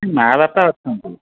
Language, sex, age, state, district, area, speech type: Odia, male, 60+, Odisha, Bhadrak, rural, conversation